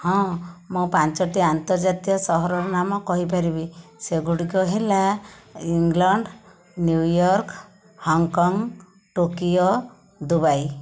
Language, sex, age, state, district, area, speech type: Odia, female, 60+, Odisha, Khordha, rural, spontaneous